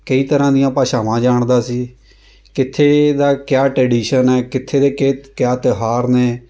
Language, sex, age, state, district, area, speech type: Punjabi, female, 30-45, Punjab, Shaheed Bhagat Singh Nagar, rural, spontaneous